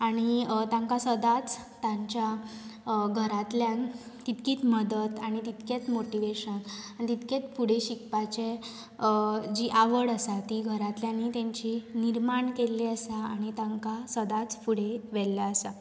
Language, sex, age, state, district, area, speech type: Goan Konkani, female, 18-30, Goa, Bardez, urban, spontaneous